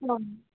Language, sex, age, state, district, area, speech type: Malayalam, female, 18-30, Kerala, Idukki, rural, conversation